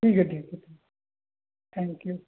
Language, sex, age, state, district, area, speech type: Urdu, male, 30-45, Delhi, South Delhi, urban, conversation